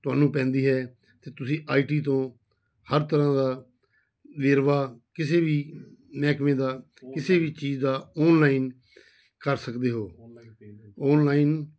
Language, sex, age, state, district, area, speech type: Punjabi, male, 60+, Punjab, Fazilka, rural, spontaneous